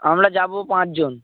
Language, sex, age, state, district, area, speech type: Bengali, male, 18-30, West Bengal, Dakshin Dinajpur, urban, conversation